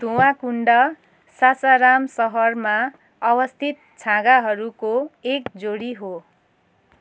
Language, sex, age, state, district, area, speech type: Nepali, female, 45-60, West Bengal, Jalpaiguri, rural, read